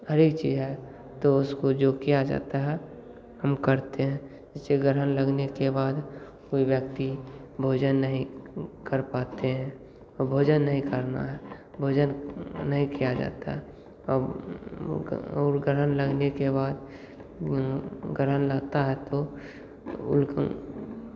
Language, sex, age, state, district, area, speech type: Hindi, male, 18-30, Bihar, Begusarai, rural, spontaneous